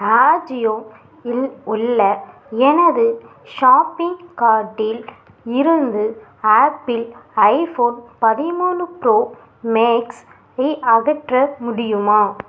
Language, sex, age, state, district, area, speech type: Tamil, female, 18-30, Tamil Nadu, Ariyalur, rural, read